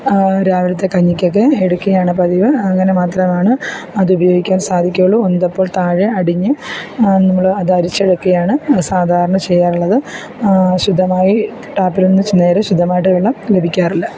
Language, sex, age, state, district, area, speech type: Malayalam, female, 30-45, Kerala, Alappuzha, rural, spontaneous